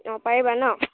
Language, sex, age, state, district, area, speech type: Assamese, female, 18-30, Assam, Nagaon, rural, conversation